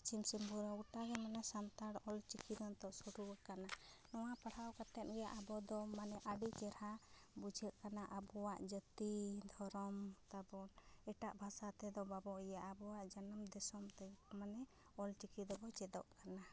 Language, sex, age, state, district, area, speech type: Santali, female, 30-45, Jharkhand, Seraikela Kharsawan, rural, spontaneous